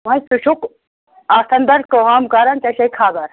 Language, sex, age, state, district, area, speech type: Kashmiri, female, 60+, Jammu and Kashmir, Anantnag, rural, conversation